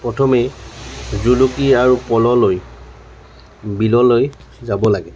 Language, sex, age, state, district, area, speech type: Assamese, male, 60+, Assam, Tinsukia, rural, spontaneous